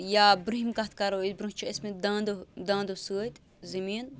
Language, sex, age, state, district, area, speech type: Kashmiri, female, 18-30, Jammu and Kashmir, Bandipora, rural, spontaneous